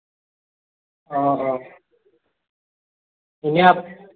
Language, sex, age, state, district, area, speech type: Assamese, male, 18-30, Assam, Morigaon, rural, conversation